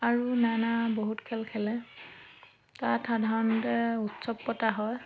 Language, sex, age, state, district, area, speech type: Assamese, female, 30-45, Assam, Dhemaji, rural, spontaneous